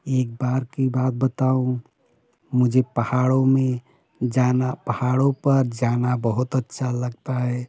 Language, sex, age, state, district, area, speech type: Hindi, male, 45-60, Uttar Pradesh, Prayagraj, urban, spontaneous